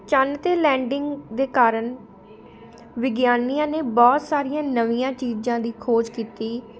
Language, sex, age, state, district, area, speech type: Punjabi, female, 18-30, Punjab, Shaheed Bhagat Singh Nagar, urban, spontaneous